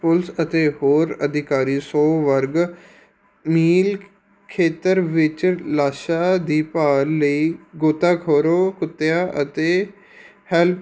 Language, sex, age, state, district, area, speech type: Punjabi, male, 18-30, Punjab, Patiala, urban, read